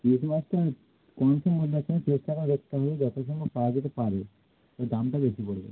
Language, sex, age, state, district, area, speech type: Bengali, male, 30-45, West Bengal, Nadia, rural, conversation